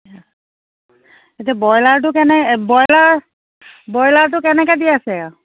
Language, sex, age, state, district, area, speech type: Assamese, female, 45-60, Assam, Biswanath, rural, conversation